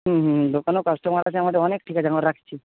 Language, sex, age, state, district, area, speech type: Bengali, male, 18-30, West Bengal, Jhargram, rural, conversation